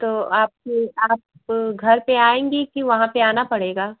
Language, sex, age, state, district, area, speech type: Hindi, female, 45-60, Uttar Pradesh, Mau, urban, conversation